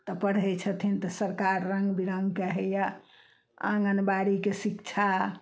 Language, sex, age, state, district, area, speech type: Maithili, female, 60+, Bihar, Samastipur, rural, spontaneous